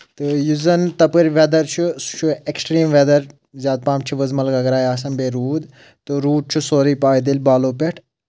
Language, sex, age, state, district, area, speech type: Kashmiri, male, 18-30, Jammu and Kashmir, Anantnag, rural, spontaneous